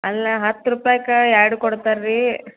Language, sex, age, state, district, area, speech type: Kannada, female, 30-45, Karnataka, Belgaum, rural, conversation